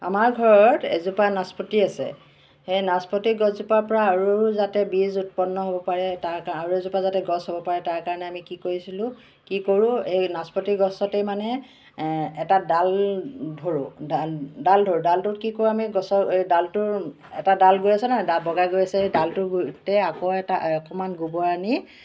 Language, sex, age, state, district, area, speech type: Assamese, female, 45-60, Assam, Charaideo, urban, spontaneous